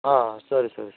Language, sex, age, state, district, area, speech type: Kannada, male, 18-30, Karnataka, Shimoga, rural, conversation